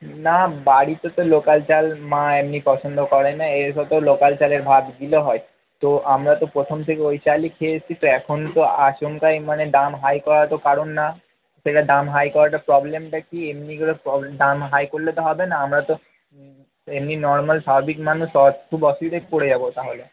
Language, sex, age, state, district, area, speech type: Bengali, male, 30-45, West Bengal, Purba Bardhaman, urban, conversation